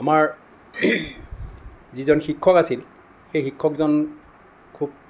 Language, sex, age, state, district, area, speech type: Assamese, male, 60+, Assam, Sonitpur, urban, spontaneous